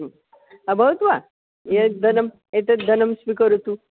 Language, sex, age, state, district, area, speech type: Sanskrit, female, 60+, Maharashtra, Nagpur, urban, conversation